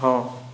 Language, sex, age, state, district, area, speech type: Odia, male, 18-30, Odisha, Rayagada, urban, spontaneous